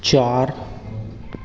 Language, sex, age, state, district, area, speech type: Hindi, male, 18-30, Madhya Pradesh, Seoni, urban, read